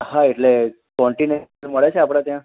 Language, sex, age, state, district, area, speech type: Gujarati, male, 30-45, Gujarat, Anand, urban, conversation